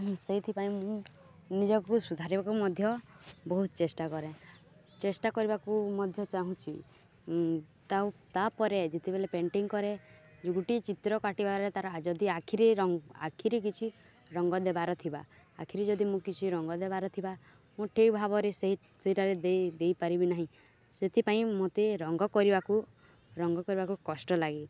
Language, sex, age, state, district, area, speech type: Odia, female, 18-30, Odisha, Balangir, urban, spontaneous